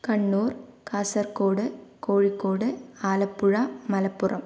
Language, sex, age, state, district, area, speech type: Malayalam, female, 18-30, Kerala, Kannur, rural, spontaneous